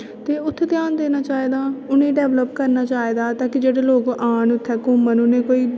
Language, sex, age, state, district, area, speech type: Dogri, female, 18-30, Jammu and Kashmir, Kathua, rural, spontaneous